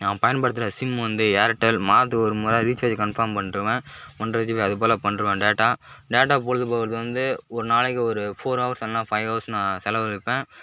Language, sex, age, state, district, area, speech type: Tamil, male, 18-30, Tamil Nadu, Kallakurichi, urban, spontaneous